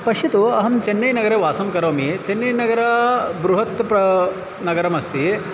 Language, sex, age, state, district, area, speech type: Sanskrit, male, 30-45, Karnataka, Bangalore Urban, urban, spontaneous